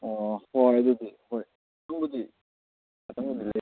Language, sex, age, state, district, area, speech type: Manipuri, male, 18-30, Manipur, Kakching, rural, conversation